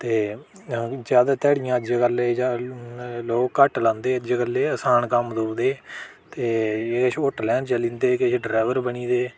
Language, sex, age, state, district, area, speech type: Dogri, male, 18-30, Jammu and Kashmir, Udhampur, rural, spontaneous